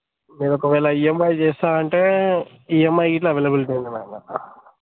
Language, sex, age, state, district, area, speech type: Telugu, male, 30-45, Telangana, Vikarabad, urban, conversation